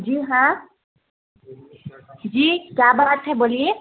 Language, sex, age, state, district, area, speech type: Urdu, female, 30-45, Bihar, Gaya, urban, conversation